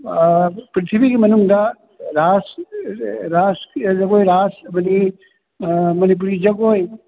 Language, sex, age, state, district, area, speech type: Manipuri, male, 60+, Manipur, Thoubal, rural, conversation